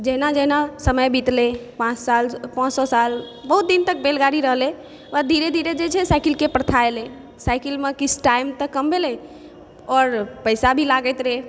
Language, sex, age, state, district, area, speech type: Maithili, female, 30-45, Bihar, Supaul, urban, spontaneous